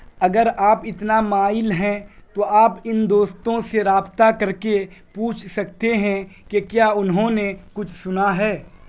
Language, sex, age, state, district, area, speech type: Urdu, male, 18-30, Bihar, Purnia, rural, read